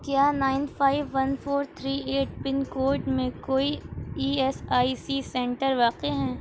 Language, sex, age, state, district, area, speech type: Urdu, female, 18-30, Uttar Pradesh, Shahjahanpur, urban, read